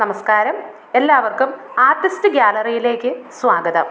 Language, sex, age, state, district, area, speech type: Malayalam, female, 30-45, Kerala, Kollam, rural, read